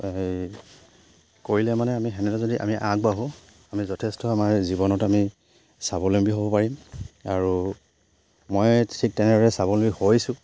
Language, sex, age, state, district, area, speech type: Assamese, male, 30-45, Assam, Charaideo, rural, spontaneous